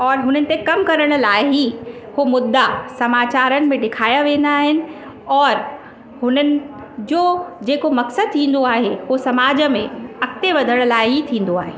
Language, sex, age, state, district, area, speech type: Sindhi, female, 30-45, Uttar Pradesh, Lucknow, urban, spontaneous